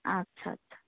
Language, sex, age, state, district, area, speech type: Bengali, female, 18-30, West Bengal, Alipurduar, rural, conversation